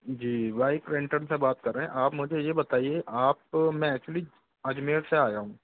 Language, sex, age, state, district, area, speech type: Hindi, male, 60+, Rajasthan, Jaipur, urban, conversation